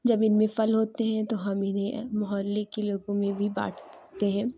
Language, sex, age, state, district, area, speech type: Urdu, female, 18-30, Uttar Pradesh, Lucknow, rural, spontaneous